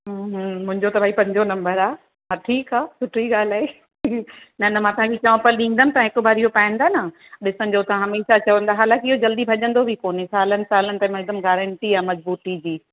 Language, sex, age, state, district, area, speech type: Sindhi, female, 45-60, Uttar Pradesh, Lucknow, rural, conversation